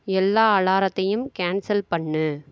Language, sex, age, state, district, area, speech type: Tamil, female, 45-60, Tamil Nadu, Mayiladuthurai, urban, read